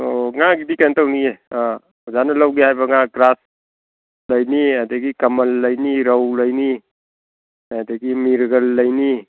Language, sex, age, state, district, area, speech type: Manipuri, male, 60+, Manipur, Thoubal, rural, conversation